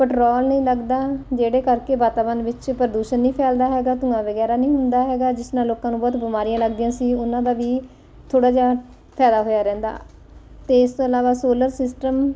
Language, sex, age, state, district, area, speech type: Punjabi, female, 45-60, Punjab, Ludhiana, urban, spontaneous